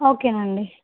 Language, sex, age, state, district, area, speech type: Telugu, female, 30-45, Andhra Pradesh, Eluru, urban, conversation